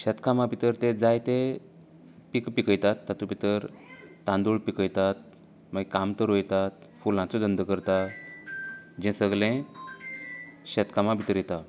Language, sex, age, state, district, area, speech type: Goan Konkani, male, 30-45, Goa, Canacona, rural, spontaneous